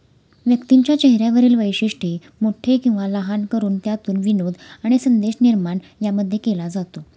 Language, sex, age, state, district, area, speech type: Marathi, female, 18-30, Maharashtra, Kolhapur, urban, spontaneous